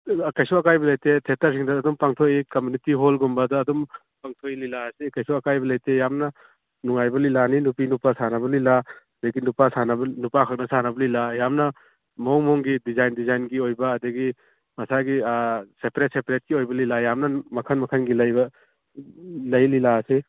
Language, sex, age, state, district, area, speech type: Manipuri, male, 45-60, Manipur, Churachandpur, rural, conversation